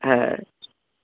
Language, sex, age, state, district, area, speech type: Bengali, male, 18-30, West Bengal, Howrah, urban, conversation